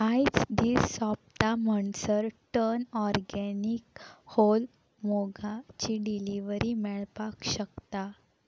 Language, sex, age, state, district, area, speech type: Goan Konkani, female, 18-30, Goa, Salcete, rural, read